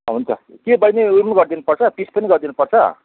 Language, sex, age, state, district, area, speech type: Nepali, male, 45-60, West Bengal, Kalimpong, rural, conversation